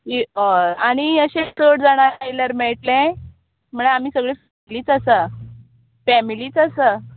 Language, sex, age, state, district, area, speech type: Goan Konkani, female, 30-45, Goa, Quepem, rural, conversation